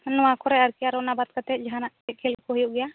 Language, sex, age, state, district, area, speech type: Santali, female, 18-30, West Bengal, Bankura, rural, conversation